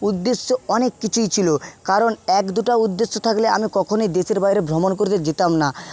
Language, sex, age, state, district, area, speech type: Bengali, male, 30-45, West Bengal, Jhargram, rural, spontaneous